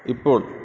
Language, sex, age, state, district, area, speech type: Malayalam, male, 60+, Kerala, Thiruvananthapuram, urban, spontaneous